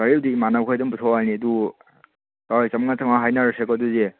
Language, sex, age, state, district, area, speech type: Manipuri, male, 18-30, Manipur, Chandel, rural, conversation